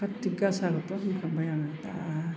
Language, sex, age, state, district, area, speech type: Bodo, female, 60+, Assam, Kokrajhar, urban, spontaneous